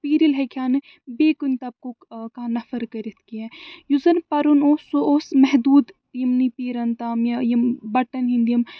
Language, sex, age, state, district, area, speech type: Kashmiri, female, 30-45, Jammu and Kashmir, Srinagar, urban, spontaneous